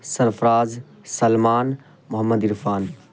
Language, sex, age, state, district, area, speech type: Urdu, male, 18-30, Bihar, Khagaria, rural, spontaneous